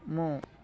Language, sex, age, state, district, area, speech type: Odia, male, 45-60, Odisha, Balangir, urban, spontaneous